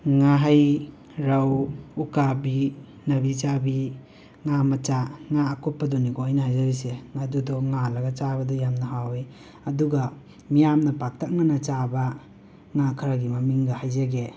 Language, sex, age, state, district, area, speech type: Manipuri, male, 18-30, Manipur, Imphal West, rural, spontaneous